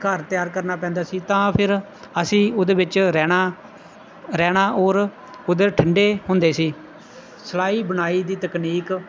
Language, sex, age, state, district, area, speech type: Punjabi, male, 30-45, Punjab, Pathankot, rural, spontaneous